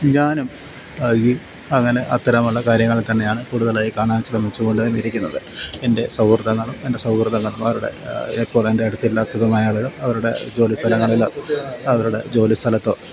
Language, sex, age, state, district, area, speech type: Malayalam, male, 45-60, Kerala, Alappuzha, rural, spontaneous